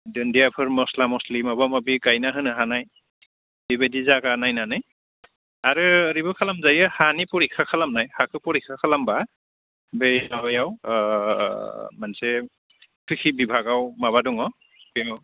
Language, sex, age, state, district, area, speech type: Bodo, male, 45-60, Assam, Udalguri, urban, conversation